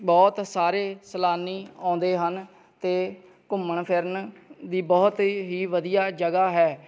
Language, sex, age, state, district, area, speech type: Punjabi, male, 30-45, Punjab, Kapurthala, rural, spontaneous